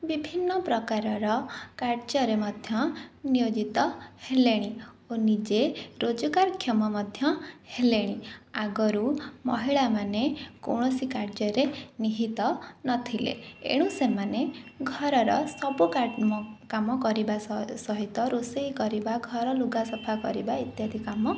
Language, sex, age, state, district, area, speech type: Odia, female, 30-45, Odisha, Jajpur, rural, spontaneous